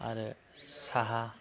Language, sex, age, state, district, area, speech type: Bodo, male, 45-60, Assam, Chirang, rural, spontaneous